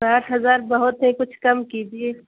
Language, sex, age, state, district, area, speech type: Urdu, female, 30-45, Uttar Pradesh, Lucknow, rural, conversation